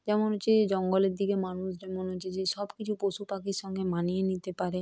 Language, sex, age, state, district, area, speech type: Bengali, female, 60+, West Bengal, Purba Medinipur, rural, spontaneous